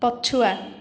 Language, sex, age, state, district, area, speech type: Odia, female, 18-30, Odisha, Puri, urban, read